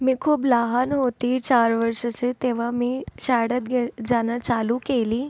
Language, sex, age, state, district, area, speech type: Marathi, female, 18-30, Maharashtra, Nagpur, urban, spontaneous